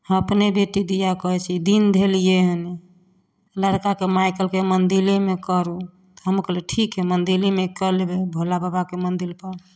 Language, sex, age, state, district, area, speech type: Maithili, female, 45-60, Bihar, Samastipur, rural, spontaneous